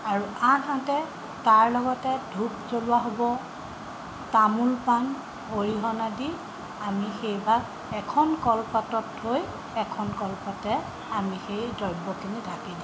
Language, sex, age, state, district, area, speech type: Assamese, female, 60+, Assam, Tinsukia, rural, spontaneous